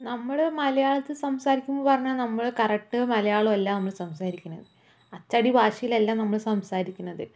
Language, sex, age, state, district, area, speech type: Malayalam, female, 30-45, Kerala, Palakkad, urban, spontaneous